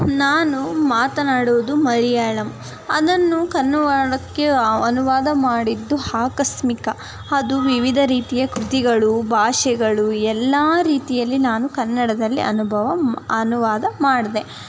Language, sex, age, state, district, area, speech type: Kannada, female, 18-30, Karnataka, Chitradurga, rural, spontaneous